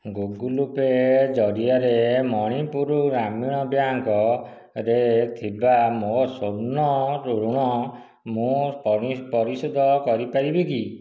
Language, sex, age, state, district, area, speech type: Odia, male, 30-45, Odisha, Dhenkanal, rural, read